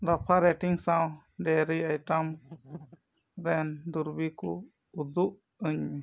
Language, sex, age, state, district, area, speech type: Santali, male, 18-30, Jharkhand, Pakur, rural, read